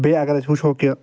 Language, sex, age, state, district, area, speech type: Kashmiri, male, 45-60, Jammu and Kashmir, Srinagar, urban, spontaneous